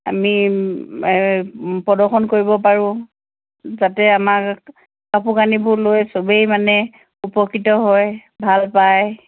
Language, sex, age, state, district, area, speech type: Assamese, female, 60+, Assam, Dibrugarh, rural, conversation